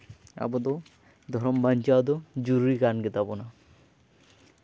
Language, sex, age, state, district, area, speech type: Santali, male, 18-30, West Bengal, Jhargram, rural, spontaneous